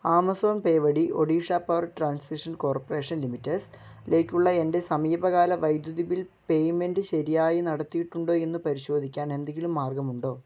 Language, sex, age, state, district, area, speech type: Malayalam, male, 18-30, Kerala, Wayanad, rural, read